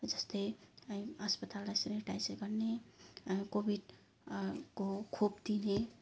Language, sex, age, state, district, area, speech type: Nepali, female, 60+, West Bengal, Darjeeling, rural, spontaneous